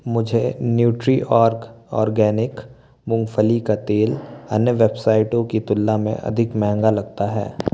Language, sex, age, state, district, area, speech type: Hindi, male, 18-30, Madhya Pradesh, Bhopal, urban, read